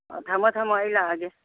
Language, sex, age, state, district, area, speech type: Manipuri, female, 60+, Manipur, Churachandpur, urban, conversation